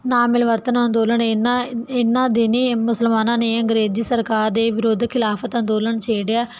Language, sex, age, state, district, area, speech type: Punjabi, female, 18-30, Punjab, Barnala, rural, spontaneous